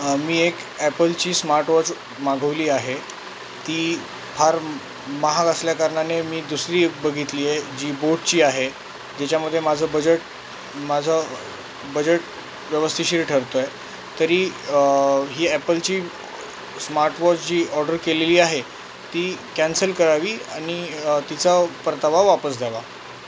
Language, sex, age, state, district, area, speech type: Marathi, male, 30-45, Maharashtra, Nanded, rural, spontaneous